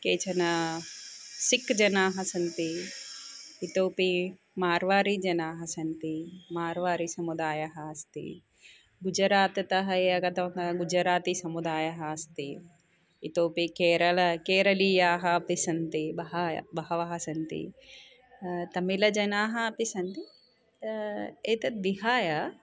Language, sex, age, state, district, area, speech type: Sanskrit, female, 30-45, Telangana, Karimnagar, urban, spontaneous